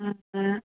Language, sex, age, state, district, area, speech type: Kannada, female, 30-45, Karnataka, Uttara Kannada, rural, conversation